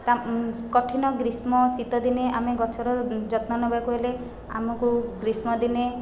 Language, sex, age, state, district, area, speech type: Odia, female, 30-45, Odisha, Khordha, rural, spontaneous